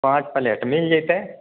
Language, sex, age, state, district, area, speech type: Maithili, male, 30-45, Bihar, Begusarai, rural, conversation